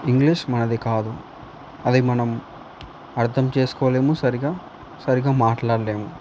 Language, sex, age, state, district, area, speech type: Telugu, male, 18-30, Andhra Pradesh, Nandyal, urban, spontaneous